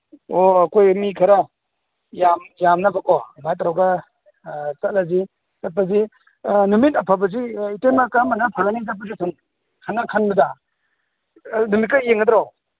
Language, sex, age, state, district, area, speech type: Manipuri, male, 45-60, Manipur, Imphal East, rural, conversation